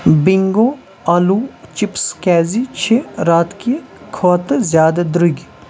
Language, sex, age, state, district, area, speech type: Kashmiri, male, 30-45, Jammu and Kashmir, Baramulla, rural, read